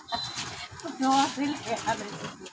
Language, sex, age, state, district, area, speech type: Maithili, female, 45-60, Bihar, Araria, rural, spontaneous